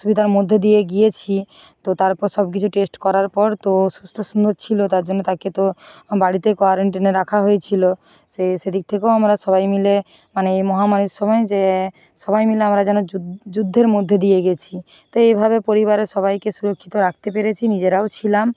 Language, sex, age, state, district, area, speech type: Bengali, female, 45-60, West Bengal, Nadia, rural, spontaneous